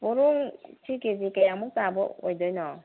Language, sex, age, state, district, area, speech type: Manipuri, female, 60+, Manipur, Kangpokpi, urban, conversation